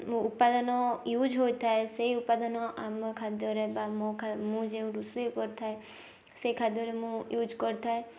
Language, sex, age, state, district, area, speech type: Odia, female, 18-30, Odisha, Balasore, rural, spontaneous